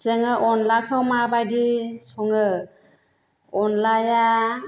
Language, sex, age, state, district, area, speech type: Bodo, female, 60+, Assam, Chirang, rural, spontaneous